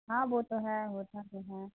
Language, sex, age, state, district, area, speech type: Urdu, female, 18-30, Bihar, Khagaria, rural, conversation